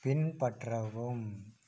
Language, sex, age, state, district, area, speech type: Tamil, male, 60+, Tamil Nadu, Coimbatore, urban, read